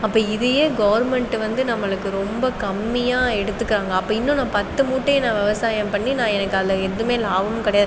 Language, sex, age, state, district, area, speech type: Tamil, female, 30-45, Tamil Nadu, Pudukkottai, rural, spontaneous